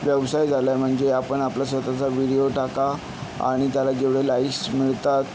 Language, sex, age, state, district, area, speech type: Marathi, male, 60+, Maharashtra, Yavatmal, urban, spontaneous